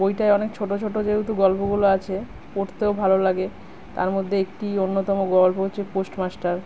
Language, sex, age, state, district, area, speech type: Bengali, female, 30-45, West Bengal, Kolkata, urban, spontaneous